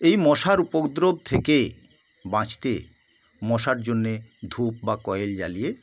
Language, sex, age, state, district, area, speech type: Bengali, male, 60+, West Bengal, South 24 Parganas, rural, spontaneous